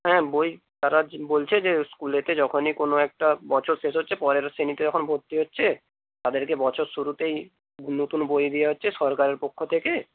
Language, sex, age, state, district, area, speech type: Bengali, male, 18-30, West Bengal, North 24 Parganas, rural, conversation